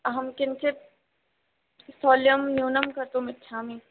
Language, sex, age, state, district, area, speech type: Sanskrit, female, 18-30, Rajasthan, Jaipur, urban, conversation